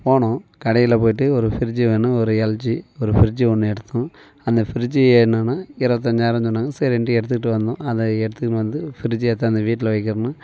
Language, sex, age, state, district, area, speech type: Tamil, male, 45-60, Tamil Nadu, Tiruvannamalai, rural, spontaneous